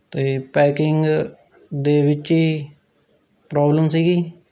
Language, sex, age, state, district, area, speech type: Punjabi, male, 30-45, Punjab, Rupnagar, rural, spontaneous